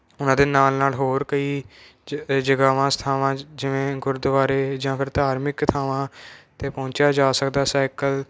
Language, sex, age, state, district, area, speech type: Punjabi, male, 18-30, Punjab, Moga, rural, spontaneous